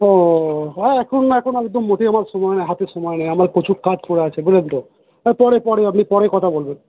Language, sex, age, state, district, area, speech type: Bengali, male, 30-45, West Bengal, Purba Bardhaman, urban, conversation